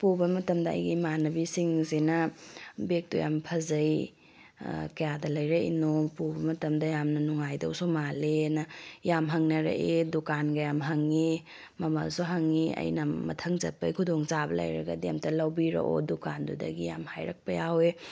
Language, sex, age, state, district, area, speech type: Manipuri, female, 18-30, Manipur, Tengnoupal, rural, spontaneous